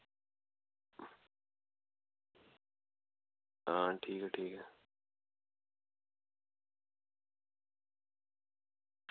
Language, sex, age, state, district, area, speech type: Dogri, male, 30-45, Jammu and Kashmir, Udhampur, rural, conversation